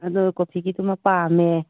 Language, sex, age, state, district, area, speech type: Manipuri, female, 30-45, Manipur, Kangpokpi, urban, conversation